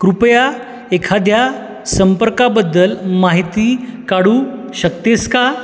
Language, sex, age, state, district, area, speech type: Marathi, male, 30-45, Maharashtra, Buldhana, urban, read